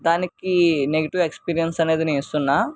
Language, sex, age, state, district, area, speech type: Telugu, male, 18-30, Andhra Pradesh, Eluru, urban, spontaneous